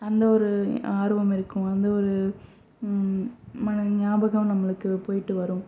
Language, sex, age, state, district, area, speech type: Tamil, female, 30-45, Tamil Nadu, Pudukkottai, rural, spontaneous